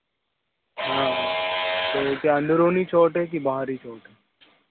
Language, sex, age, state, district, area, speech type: Hindi, male, 18-30, Madhya Pradesh, Hoshangabad, rural, conversation